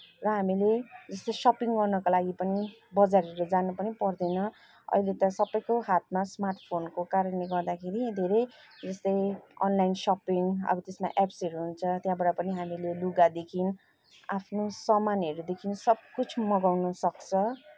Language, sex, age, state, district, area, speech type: Nepali, female, 30-45, West Bengal, Kalimpong, rural, spontaneous